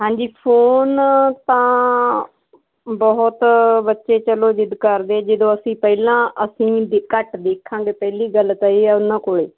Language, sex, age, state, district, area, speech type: Punjabi, female, 30-45, Punjab, Moga, rural, conversation